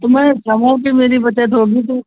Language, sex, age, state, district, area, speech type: Hindi, male, 18-30, Uttar Pradesh, Azamgarh, rural, conversation